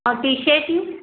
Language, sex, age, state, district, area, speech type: Sindhi, female, 30-45, Madhya Pradesh, Katni, urban, conversation